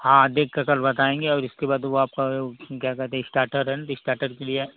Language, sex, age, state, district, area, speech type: Hindi, male, 18-30, Uttar Pradesh, Ghazipur, rural, conversation